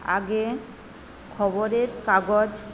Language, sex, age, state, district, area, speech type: Bengali, female, 45-60, West Bengal, Paschim Medinipur, rural, spontaneous